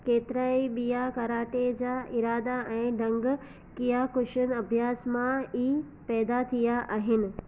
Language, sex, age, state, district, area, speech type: Sindhi, female, 18-30, Gujarat, Surat, urban, read